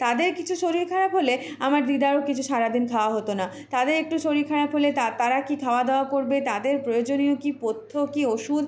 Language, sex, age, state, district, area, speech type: Bengali, female, 30-45, West Bengal, Purulia, urban, spontaneous